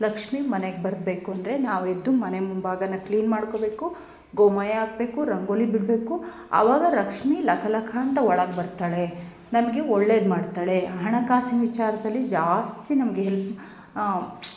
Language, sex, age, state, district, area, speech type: Kannada, female, 30-45, Karnataka, Chikkamagaluru, rural, spontaneous